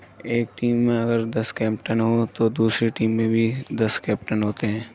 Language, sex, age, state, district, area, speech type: Urdu, male, 18-30, Uttar Pradesh, Gautam Buddha Nagar, rural, spontaneous